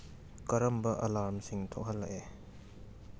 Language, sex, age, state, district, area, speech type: Manipuri, male, 18-30, Manipur, Churachandpur, rural, read